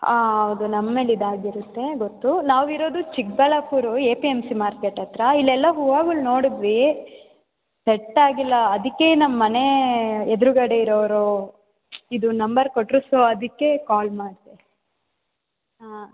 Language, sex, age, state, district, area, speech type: Kannada, female, 18-30, Karnataka, Chikkaballapur, rural, conversation